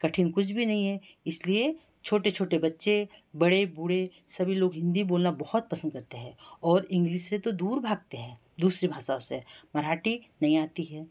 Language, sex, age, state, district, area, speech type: Hindi, female, 60+, Madhya Pradesh, Betul, urban, spontaneous